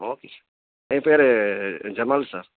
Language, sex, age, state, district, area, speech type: Tamil, male, 30-45, Tamil Nadu, Salem, rural, conversation